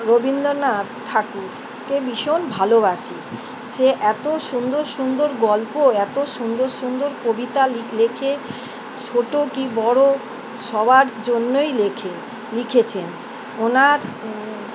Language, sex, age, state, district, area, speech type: Bengali, female, 60+, West Bengal, Kolkata, urban, spontaneous